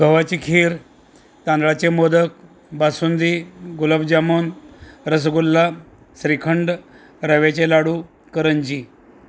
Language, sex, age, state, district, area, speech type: Marathi, male, 60+, Maharashtra, Osmanabad, rural, spontaneous